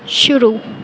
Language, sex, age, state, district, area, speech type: Hindi, female, 30-45, Madhya Pradesh, Harda, urban, read